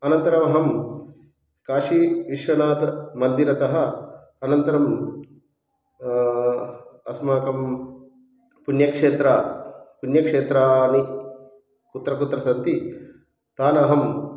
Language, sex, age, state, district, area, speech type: Sanskrit, male, 30-45, Telangana, Hyderabad, urban, spontaneous